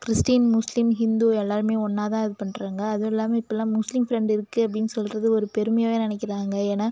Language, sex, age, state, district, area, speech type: Tamil, female, 30-45, Tamil Nadu, Cuddalore, rural, spontaneous